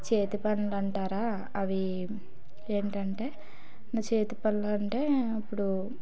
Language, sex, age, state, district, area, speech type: Telugu, female, 18-30, Telangana, Karimnagar, urban, spontaneous